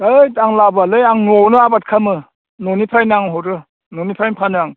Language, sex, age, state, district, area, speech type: Bodo, male, 60+, Assam, Udalguri, rural, conversation